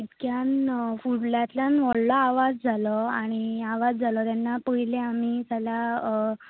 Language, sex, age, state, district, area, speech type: Goan Konkani, female, 18-30, Goa, Bardez, urban, conversation